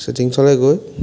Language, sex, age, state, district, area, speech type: Assamese, male, 18-30, Assam, Jorhat, urban, spontaneous